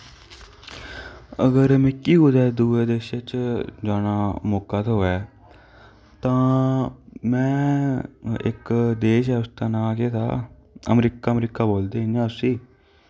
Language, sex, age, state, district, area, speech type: Dogri, male, 30-45, Jammu and Kashmir, Udhampur, urban, spontaneous